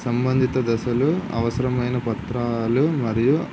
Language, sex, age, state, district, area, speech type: Telugu, male, 18-30, Andhra Pradesh, N T Rama Rao, urban, spontaneous